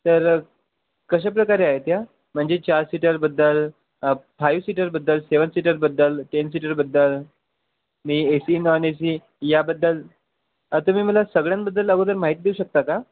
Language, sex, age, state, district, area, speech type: Marathi, male, 18-30, Maharashtra, Wardha, rural, conversation